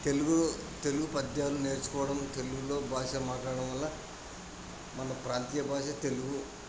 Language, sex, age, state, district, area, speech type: Telugu, male, 45-60, Andhra Pradesh, Kadapa, rural, spontaneous